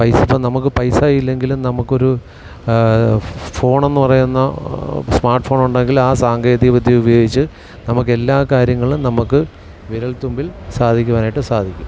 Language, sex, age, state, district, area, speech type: Malayalam, male, 60+, Kerala, Alappuzha, rural, spontaneous